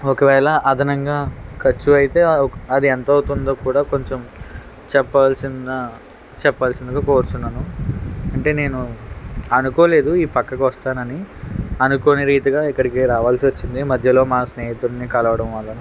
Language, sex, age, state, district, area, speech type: Telugu, male, 18-30, Andhra Pradesh, N T Rama Rao, rural, spontaneous